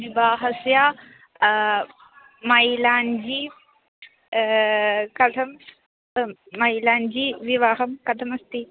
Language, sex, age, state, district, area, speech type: Sanskrit, female, 18-30, Kerala, Thrissur, rural, conversation